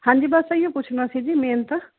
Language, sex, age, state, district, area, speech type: Punjabi, female, 45-60, Punjab, Fazilka, rural, conversation